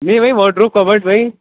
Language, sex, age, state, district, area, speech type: Urdu, male, 18-30, Uttar Pradesh, Rampur, urban, conversation